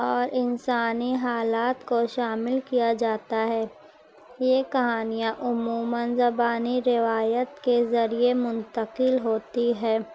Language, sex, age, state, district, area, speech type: Urdu, female, 18-30, Maharashtra, Nashik, urban, spontaneous